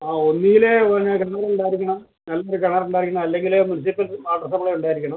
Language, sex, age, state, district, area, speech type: Malayalam, male, 60+, Kerala, Alappuzha, rural, conversation